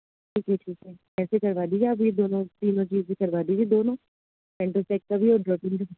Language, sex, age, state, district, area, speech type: Urdu, female, 30-45, Delhi, North East Delhi, urban, conversation